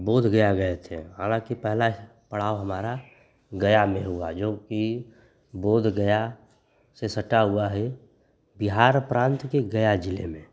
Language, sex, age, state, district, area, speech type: Hindi, male, 30-45, Uttar Pradesh, Chandauli, rural, spontaneous